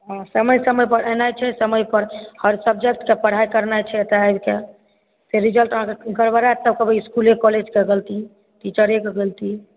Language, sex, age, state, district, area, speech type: Maithili, female, 30-45, Bihar, Supaul, urban, conversation